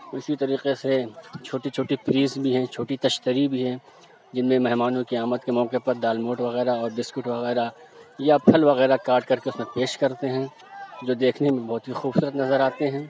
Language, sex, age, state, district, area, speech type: Urdu, male, 45-60, Uttar Pradesh, Lucknow, urban, spontaneous